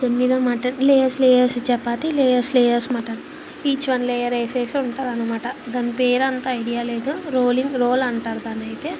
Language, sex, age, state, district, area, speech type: Telugu, female, 18-30, Telangana, Ranga Reddy, urban, spontaneous